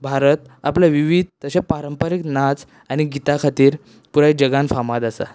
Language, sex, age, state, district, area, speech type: Goan Konkani, male, 18-30, Goa, Canacona, rural, spontaneous